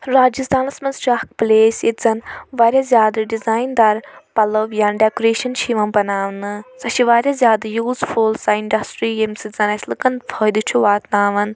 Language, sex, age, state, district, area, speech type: Kashmiri, female, 18-30, Jammu and Kashmir, Anantnag, rural, spontaneous